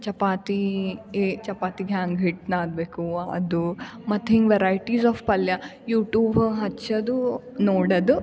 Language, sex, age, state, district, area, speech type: Kannada, female, 18-30, Karnataka, Gulbarga, urban, spontaneous